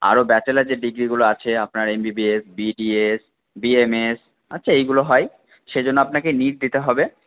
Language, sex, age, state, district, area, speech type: Bengali, male, 45-60, West Bengal, Purba Bardhaman, urban, conversation